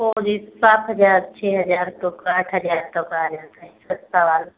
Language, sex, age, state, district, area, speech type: Hindi, female, 30-45, Uttar Pradesh, Pratapgarh, rural, conversation